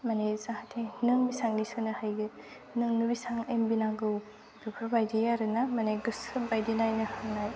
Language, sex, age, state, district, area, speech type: Bodo, female, 18-30, Assam, Udalguri, rural, spontaneous